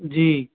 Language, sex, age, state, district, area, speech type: Hindi, male, 30-45, Uttar Pradesh, Sitapur, rural, conversation